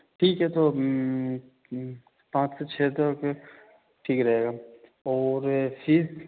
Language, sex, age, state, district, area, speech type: Hindi, male, 18-30, Madhya Pradesh, Katni, urban, conversation